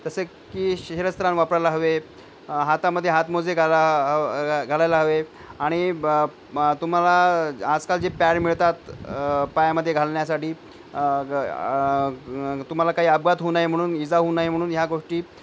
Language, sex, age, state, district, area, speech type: Marathi, male, 45-60, Maharashtra, Nanded, rural, spontaneous